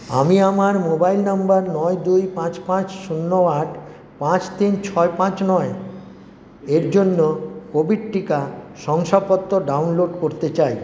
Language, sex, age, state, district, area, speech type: Bengali, male, 60+, West Bengal, Paschim Bardhaman, rural, read